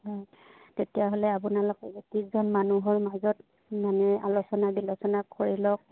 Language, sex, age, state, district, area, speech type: Assamese, female, 30-45, Assam, Udalguri, rural, conversation